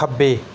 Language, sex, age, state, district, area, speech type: Punjabi, male, 18-30, Punjab, Bathinda, rural, read